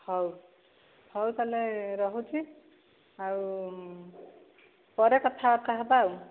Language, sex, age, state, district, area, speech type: Odia, female, 30-45, Odisha, Dhenkanal, rural, conversation